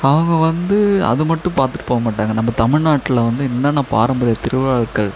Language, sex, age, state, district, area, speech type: Tamil, male, 18-30, Tamil Nadu, Tiruvannamalai, urban, spontaneous